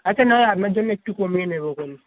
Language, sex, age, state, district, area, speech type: Bengali, male, 18-30, West Bengal, Darjeeling, rural, conversation